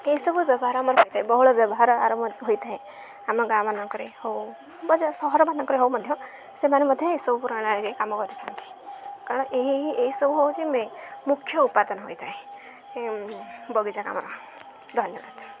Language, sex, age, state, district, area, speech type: Odia, female, 18-30, Odisha, Jagatsinghpur, rural, spontaneous